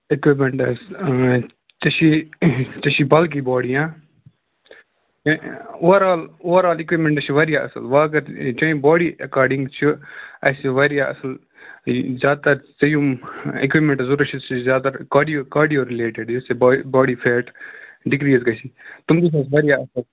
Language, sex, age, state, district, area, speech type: Kashmiri, male, 18-30, Jammu and Kashmir, Kupwara, rural, conversation